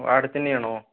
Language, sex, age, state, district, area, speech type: Malayalam, male, 18-30, Kerala, Palakkad, rural, conversation